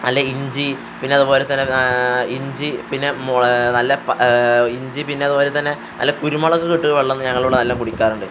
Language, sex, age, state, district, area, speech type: Malayalam, male, 18-30, Kerala, Palakkad, rural, spontaneous